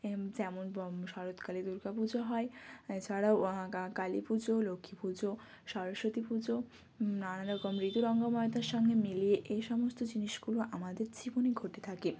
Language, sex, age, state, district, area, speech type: Bengali, female, 18-30, West Bengal, Jalpaiguri, rural, spontaneous